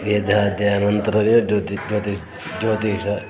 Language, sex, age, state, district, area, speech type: Sanskrit, male, 30-45, Karnataka, Dakshina Kannada, urban, spontaneous